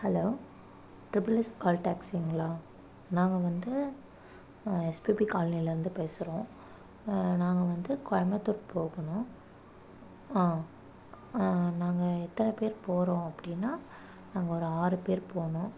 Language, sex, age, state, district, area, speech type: Tamil, female, 18-30, Tamil Nadu, Namakkal, rural, spontaneous